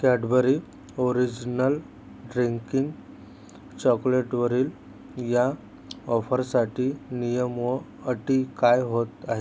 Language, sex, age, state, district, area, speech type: Marathi, male, 30-45, Maharashtra, Akola, rural, read